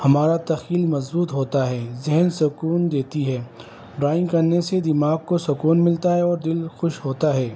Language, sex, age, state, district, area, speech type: Urdu, male, 30-45, Delhi, North East Delhi, urban, spontaneous